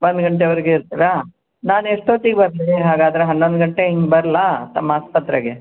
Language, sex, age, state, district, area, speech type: Kannada, female, 60+, Karnataka, Koppal, rural, conversation